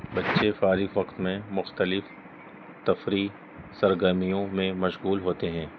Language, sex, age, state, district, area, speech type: Urdu, male, 30-45, Delhi, North East Delhi, urban, spontaneous